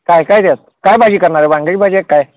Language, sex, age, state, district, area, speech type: Marathi, male, 30-45, Maharashtra, Sangli, urban, conversation